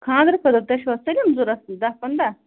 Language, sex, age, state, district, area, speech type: Kashmiri, female, 18-30, Jammu and Kashmir, Bandipora, rural, conversation